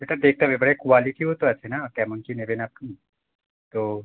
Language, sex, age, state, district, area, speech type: Bengali, male, 18-30, West Bengal, Howrah, urban, conversation